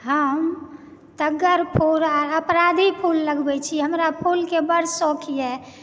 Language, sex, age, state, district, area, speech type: Maithili, female, 30-45, Bihar, Supaul, rural, spontaneous